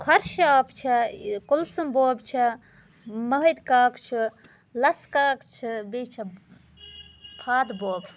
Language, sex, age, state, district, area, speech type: Kashmiri, female, 18-30, Jammu and Kashmir, Budgam, rural, spontaneous